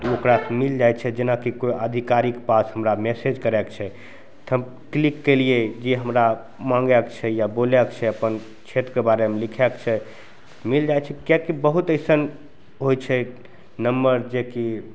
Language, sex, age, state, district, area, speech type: Maithili, male, 30-45, Bihar, Begusarai, urban, spontaneous